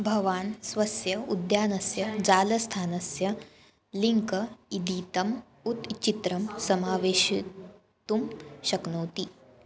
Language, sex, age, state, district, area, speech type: Sanskrit, female, 18-30, Maharashtra, Nagpur, urban, read